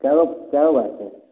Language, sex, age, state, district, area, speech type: Maithili, male, 18-30, Bihar, Samastipur, rural, conversation